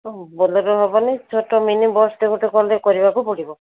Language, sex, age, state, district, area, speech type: Odia, female, 30-45, Odisha, Sundergarh, urban, conversation